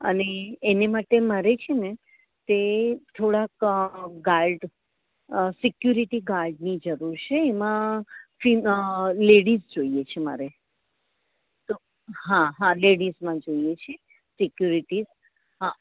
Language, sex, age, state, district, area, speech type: Gujarati, female, 60+, Gujarat, Valsad, rural, conversation